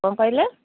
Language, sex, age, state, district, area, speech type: Odia, female, 60+, Odisha, Jharsuguda, rural, conversation